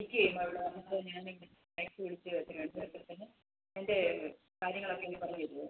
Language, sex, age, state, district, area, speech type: Malayalam, female, 18-30, Kerala, Pathanamthitta, rural, conversation